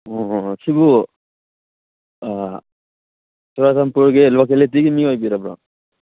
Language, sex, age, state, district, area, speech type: Manipuri, male, 30-45, Manipur, Churachandpur, rural, conversation